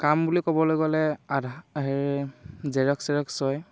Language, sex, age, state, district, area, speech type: Assamese, male, 18-30, Assam, Dhemaji, rural, spontaneous